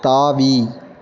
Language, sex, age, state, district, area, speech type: Tamil, male, 18-30, Tamil Nadu, Thanjavur, urban, read